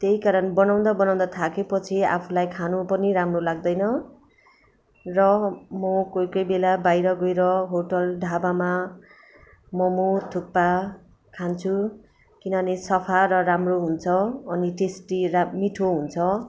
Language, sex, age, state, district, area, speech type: Nepali, female, 30-45, West Bengal, Darjeeling, rural, spontaneous